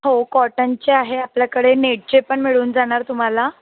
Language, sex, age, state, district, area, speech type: Marathi, female, 18-30, Maharashtra, Akola, urban, conversation